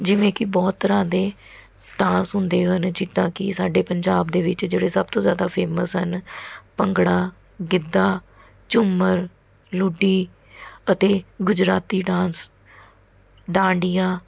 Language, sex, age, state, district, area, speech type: Punjabi, female, 30-45, Punjab, Mohali, urban, spontaneous